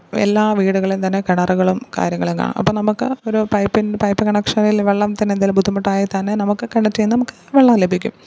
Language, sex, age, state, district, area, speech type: Malayalam, female, 30-45, Kerala, Pathanamthitta, rural, spontaneous